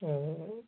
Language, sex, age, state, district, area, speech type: Malayalam, male, 45-60, Kerala, Kozhikode, urban, conversation